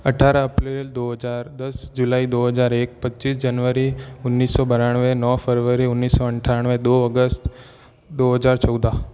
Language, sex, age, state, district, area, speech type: Hindi, male, 18-30, Rajasthan, Jodhpur, urban, spontaneous